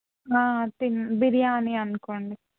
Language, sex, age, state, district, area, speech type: Telugu, female, 18-30, Telangana, Suryapet, urban, conversation